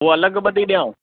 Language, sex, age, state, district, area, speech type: Sindhi, male, 18-30, Gujarat, Kutch, rural, conversation